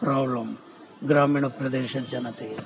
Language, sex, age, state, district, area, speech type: Kannada, male, 45-60, Karnataka, Bellary, rural, spontaneous